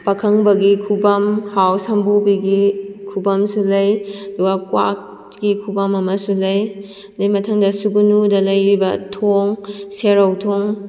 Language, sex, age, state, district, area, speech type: Manipuri, female, 18-30, Manipur, Kakching, rural, spontaneous